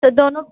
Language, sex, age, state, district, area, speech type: Hindi, female, 45-60, Uttar Pradesh, Azamgarh, rural, conversation